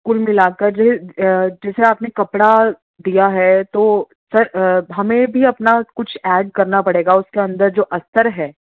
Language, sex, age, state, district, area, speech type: Urdu, female, 18-30, Uttar Pradesh, Ghaziabad, urban, conversation